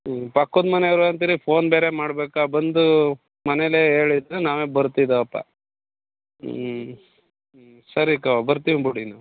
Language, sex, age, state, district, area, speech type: Kannada, male, 30-45, Karnataka, Mandya, rural, conversation